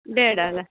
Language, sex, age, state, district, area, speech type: Kannada, female, 45-60, Karnataka, Udupi, rural, conversation